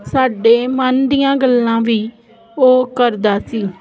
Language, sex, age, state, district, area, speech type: Punjabi, female, 30-45, Punjab, Jalandhar, urban, spontaneous